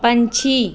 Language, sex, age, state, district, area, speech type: Punjabi, female, 30-45, Punjab, Pathankot, rural, read